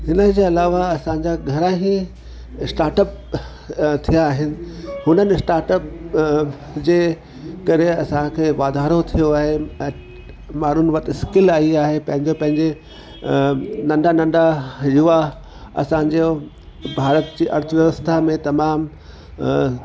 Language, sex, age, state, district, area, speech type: Sindhi, male, 60+, Delhi, South Delhi, urban, spontaneous